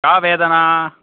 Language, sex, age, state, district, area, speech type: Sanskrit, male, 18-30, Karnataka, Bangalore Urban, urban, conversation